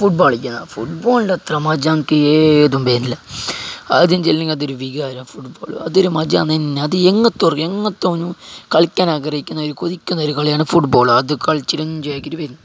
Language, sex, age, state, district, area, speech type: Malayalam, male, 18-30, Kerala, Kasaragod, urban, spontaneous